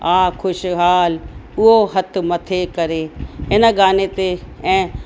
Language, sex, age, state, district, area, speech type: Sindhi, female, 45-60, Uttar Pradesh, Lucknow, rural, spontaneous